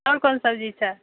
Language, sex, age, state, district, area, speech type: Maithili, female, 45-60, Bihar, Saharsa, rural, conversation